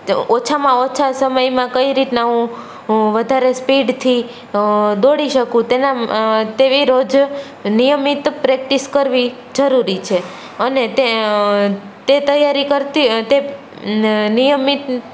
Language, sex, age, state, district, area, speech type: Gujarati, female, 18-30, Gujarat, Rajkot, urban, spontaneous